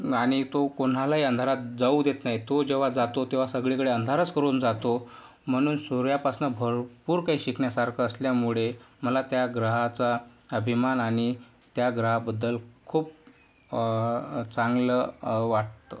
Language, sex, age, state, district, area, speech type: Marathi, male, 45-60, Maharashtra, Yavatmal, urban, spontaneous